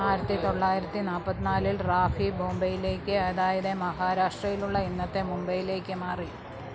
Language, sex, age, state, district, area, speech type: Malayalam, female, 45-60, Kerala, Pathanamthitta, rural, read